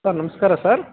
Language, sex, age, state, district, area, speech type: Kannada, male, 45-60, Karnataka, Kolar, rural, conversation